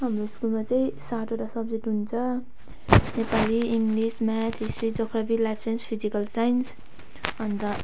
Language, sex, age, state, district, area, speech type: Nepali, female, 18-30, West Bengal, Jalpaiguri, urban, spontaneous